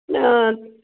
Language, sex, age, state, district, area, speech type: Kannada, female, 60+, Karnataka, Gadag, rural, conversation